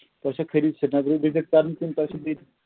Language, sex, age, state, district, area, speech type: Kashmiri, male, 45-60, Jammu and Kashmir, Srinagar, urban, conversation